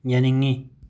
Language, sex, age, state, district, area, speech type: Manipuri, male, 18-30, Manipur, Imphal West, rural, read